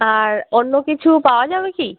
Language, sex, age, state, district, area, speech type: Bengali, female, 18-30, West Bengal, Uttar Dinajpur, urban, conversation